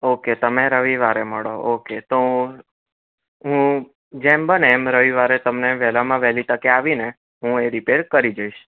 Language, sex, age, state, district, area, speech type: Gujarati, male, 18-30, Gujarat, Anand, urban, conversation